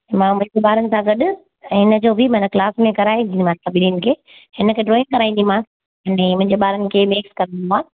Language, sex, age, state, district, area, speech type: Sindhi, female, 30-45, Gujarat, Kutch, rural, conversation